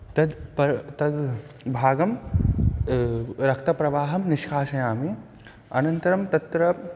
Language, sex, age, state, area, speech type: Sanskrit, male, 18-30, Madhya Pradesh, rural, spontaneous